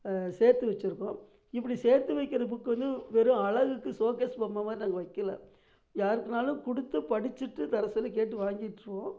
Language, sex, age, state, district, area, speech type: Tamil, female, 60+, Tamil Nadu, Namakkal, rural, spontaneous